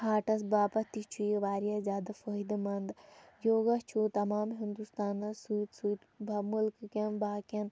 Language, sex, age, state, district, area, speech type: Kashmiri, female, 18-30, Jammu and Kashmir, Shopian, rural, spontaneous